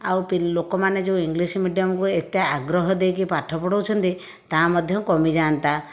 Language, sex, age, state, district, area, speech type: Odia, female, 60+, Odisha, Khordha, rural, spontaneous